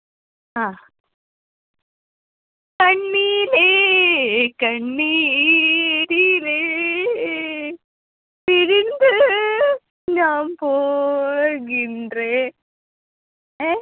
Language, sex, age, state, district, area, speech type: Malayalam, female, 18-30, Kerala, Kollam, rural, conversation